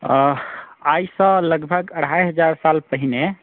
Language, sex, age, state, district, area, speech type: Maithili, male, 30-45, Bihar, Sitamarhi, rural, conversation